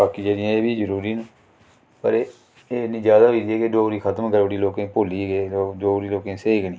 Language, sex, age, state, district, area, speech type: Dogri, male, 45-60, Jammu and Kashmir, Reasi, rural, spontaneous